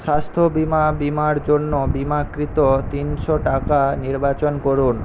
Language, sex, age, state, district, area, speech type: Bengali, male, 18-30, West Bengal, Paschim Medinipur, rural, read